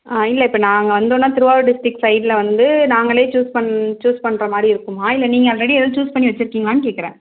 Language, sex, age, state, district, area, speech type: Tamil, female, 30-45, Tamil Nadu, Mayiladuthurai, rural, conversation